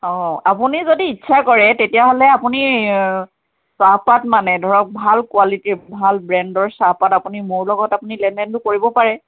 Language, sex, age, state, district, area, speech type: Assamese, female, 30-45, Assam, Charaideo, urban, conversation